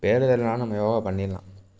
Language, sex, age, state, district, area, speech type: Tamil, male, 18-30, Tamil Nadu, Thanjavur, rural, spontaneous